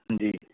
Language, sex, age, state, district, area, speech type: Urdu, male, 30-45, Bihar, Purnia, rural, conversation